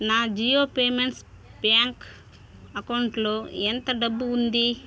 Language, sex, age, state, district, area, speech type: Telugu, female, 30-45, Andhra Pradesh, Sri Balaji, rural, read